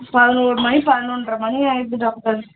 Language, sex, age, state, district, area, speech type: Tamil, female, 18-30, Tamil Nadu, Chennai, urban, conversation